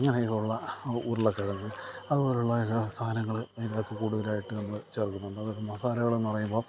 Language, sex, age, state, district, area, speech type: Malayalam, male, 45-60, Kerala, Thiruvananthapuram, rural, spontaneous